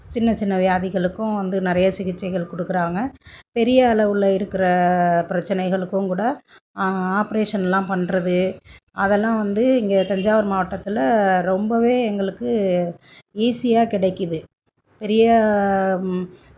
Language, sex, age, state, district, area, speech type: Tamil, female, 45-60, Tamil Nadu, Thanjavur, rural, spontaneous